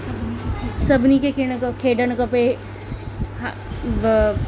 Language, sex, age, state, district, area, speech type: Sindhi, female, 18-30, Delhi, South Delhi, urban, spontaneous